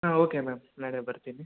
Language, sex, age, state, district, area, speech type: Kannada, male, 18-30, Karnataka, Bangalore Urban, urban, conversation